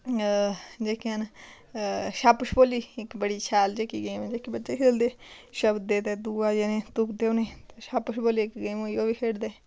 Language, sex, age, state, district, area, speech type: Dogri, female, 18-30, Jammu and Kashmir, Udhampur, rural, spontaneous